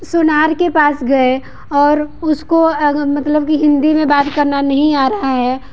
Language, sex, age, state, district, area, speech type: Hindi, female, 18-30, Uttar Pradesh, Mirzapur, rural, spontaneous